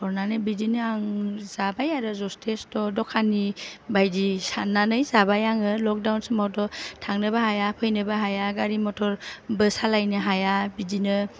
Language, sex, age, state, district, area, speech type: Bodo, female, 30-45, Assam, Chirang, urban, spontaneous